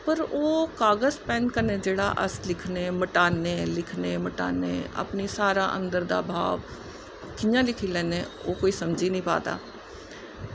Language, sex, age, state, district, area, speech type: Dogri, female, 30-45, Jammu and Kashmir, Jammu, urban, spontaneous